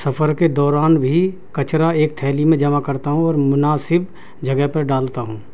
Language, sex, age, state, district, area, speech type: Urdu, male, 60+, Delhi, South Delhi, urban, spontaneous